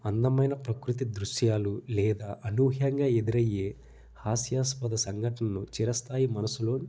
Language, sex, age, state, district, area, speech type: Telugu, male, 18-30, Andhra Pradesh, Nellore, rural, spontaneous